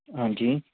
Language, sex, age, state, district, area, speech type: Punjabi, male, 30-45, Punjab, Amritsar, urban, conversation